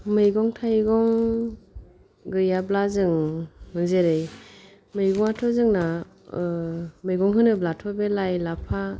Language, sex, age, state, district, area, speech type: Bodo, female, 45-60, Assam, Kokrajhar, rural, spontaneous